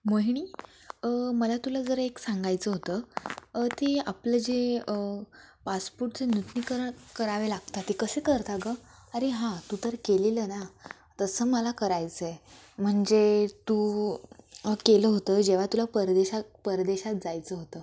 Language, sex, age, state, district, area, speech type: Marathi, female, 18-30, Maharashtra, Nashik, urban, spontaneous